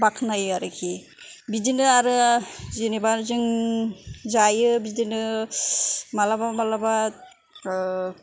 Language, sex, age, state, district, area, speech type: Bodo, female, 45-60, Assam, Kokrajhar, urban, spontaneous